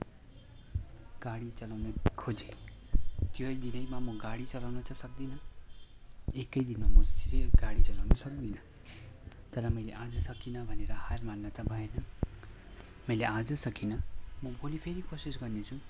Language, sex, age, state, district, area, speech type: Nepali, male, 30-45, West Bengal, Kalimpong, rural, spontaneous